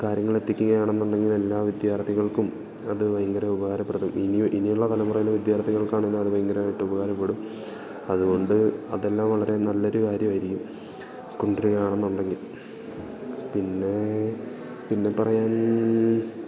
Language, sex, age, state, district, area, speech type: Malayalam, male, 18-30, Kerala, Idukki, rural, spontaneous